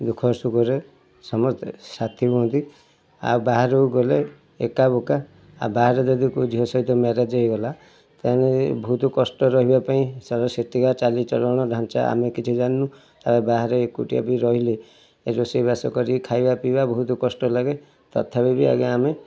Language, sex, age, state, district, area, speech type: Odia, male, 45-60, Odisha, Kendujhar, urban, spontaneous